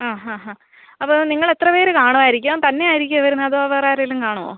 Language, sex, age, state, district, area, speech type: Malayalam, female, 18-30, Kerala, Alappuzha, rural, conversation